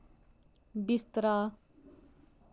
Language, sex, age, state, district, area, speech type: Dogri, female, 30-45, Jammu and Kashmir, Kathua, rural, read